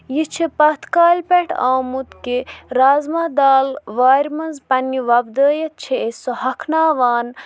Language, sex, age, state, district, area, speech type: Kashmiri, female, 45-60, Jammu and Kashmir, Bandipora, rural, spontaneous